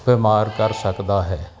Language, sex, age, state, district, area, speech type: Punjabi, male, 45-60, Punjab, Barnala, urban, spontaneous